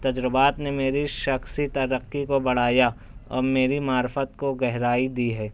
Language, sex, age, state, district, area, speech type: Urdu, male, 18-30, Maharashtra, Nashik, urban, spontaneous